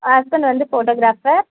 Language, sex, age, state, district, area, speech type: Tamil, female, 18-30, Tamil Nadu, Kanyakumari, rural, conversation